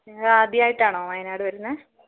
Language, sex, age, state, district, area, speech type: Malayalam, female, 18-30, Kerala, Wayanad, rural, conversation